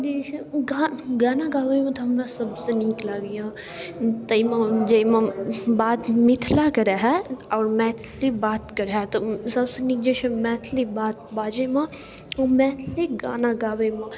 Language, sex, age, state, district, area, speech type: Maithili, female, 18-30, Bihar, Darbhanga, rural, spontaneous